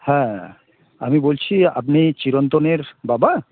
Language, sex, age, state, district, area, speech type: Bengali, male, 60+, West Bengal, Paschim Medinipur, rural, conversation